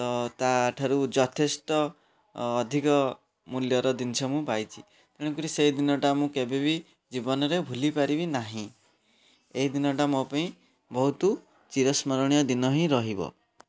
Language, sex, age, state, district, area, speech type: Odia, male, 30-45, Odisha, Puri, urban, spontaneous